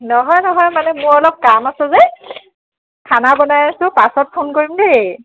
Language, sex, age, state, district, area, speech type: Assamese, female, 30-45, Assam, Dhemaji, rural, conversation